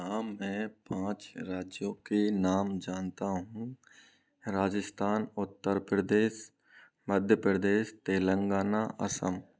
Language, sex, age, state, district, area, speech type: Hindi, male, 30-45, Rajasthan, Karauli, rural, spontaneous